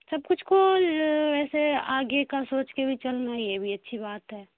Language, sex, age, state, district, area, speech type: Urdu, female, 18-30, Bihar, Khagaria, rural, conversation